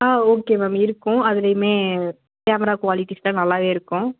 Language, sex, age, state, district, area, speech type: Tamil, female, 18-30, Tamil Nadu, Perambalur, urban, conversation